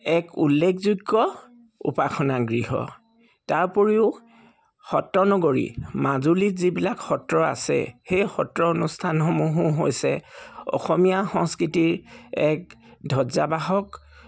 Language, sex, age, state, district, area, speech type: Assamese, male, 45-60, Assam, Charaideo, urban, spontaneous